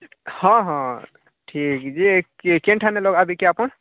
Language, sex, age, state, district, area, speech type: Odia, male, 45-60, Odisha, Nuapada, urban, conversation